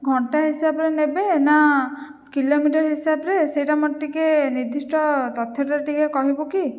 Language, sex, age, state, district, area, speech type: Odia, female, 18-30, Odisha, Jajpur, rural, spontaneous